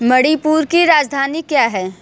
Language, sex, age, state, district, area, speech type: Hindi, female, 30-45, Uttar Pradesh, Mirzapur, rural, read